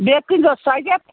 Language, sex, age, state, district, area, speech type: Kashmiri, female, 30-45, Jammu and Kashmir, Bandipora, rural, conversation